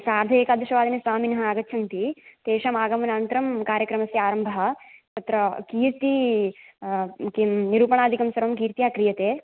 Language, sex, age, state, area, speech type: Sanskrit, female, 18-30, Gujarat, rural, conversation